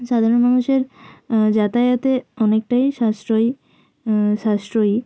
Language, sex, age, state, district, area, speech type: Bengali, female, 18-30, West Bengal, Jalpaiguri, rural, spontaneous